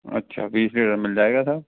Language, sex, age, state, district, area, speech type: Hindi, male, 30-45, Rajasthan, Karauli, rural, conversation